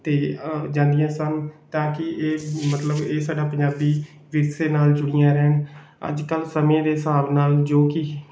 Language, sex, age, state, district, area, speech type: Punjabi, male, 18-30, Punjab, Bathinda, rural, spontaneous